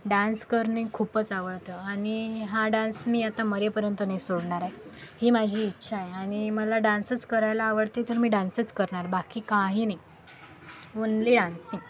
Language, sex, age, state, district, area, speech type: Marathi, female, 18-30, Maharashtra, Akola, rural, spontaneous